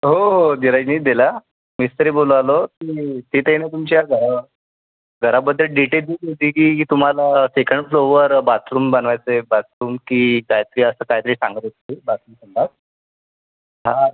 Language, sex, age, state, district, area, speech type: Marathi, male, 30-45, Maharashtra, Buldhana, urban, conversation